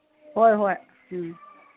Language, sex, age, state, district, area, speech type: Manipuri, female, 45-60, Manipur, Kangpokpi, urban, conversation